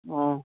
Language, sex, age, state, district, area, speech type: Assamese, male, 18-30, Assam, Charaideo, rural, conversation